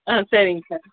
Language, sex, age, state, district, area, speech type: Tamil, female, 30-45, Tamil Nadu, Krishnagiri, rural, conversation